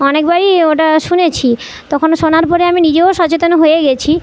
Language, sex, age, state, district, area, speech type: Bengali, female, 30-45, West Bengal, Jhargram, rural, spontaneous